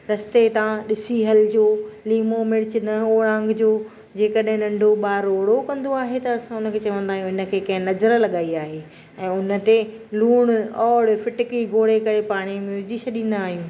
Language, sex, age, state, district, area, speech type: Sindhi, female, 45-60, Maharashtra, Thane, urban, spontaneous